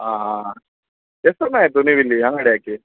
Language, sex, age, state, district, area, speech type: Kannada, male, 30-45, Karnataka, Udupi, rural, conversation